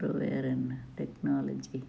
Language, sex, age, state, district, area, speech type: Tamil, female, 60+, Tamil Nadu, Tiruppur, rural, spontaneous